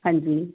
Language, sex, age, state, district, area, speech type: Punjabi, female, 30-45, Punjab, Tarn Taran, urban, conversation